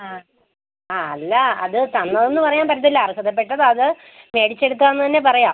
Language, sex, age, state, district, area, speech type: Malayalam, female, 45-60, Kerala, Idukki, rural, conversation